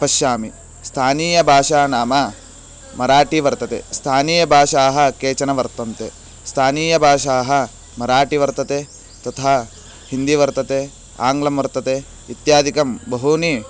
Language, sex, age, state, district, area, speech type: Sanskrit, male, 18-30, Karnataka, Bagalkot, rural, spontaneous